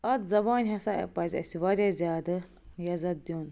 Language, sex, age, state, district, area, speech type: Kashmiri, female, 18-30, Jammu and Kashmir, Baramulla, rural, spontaneous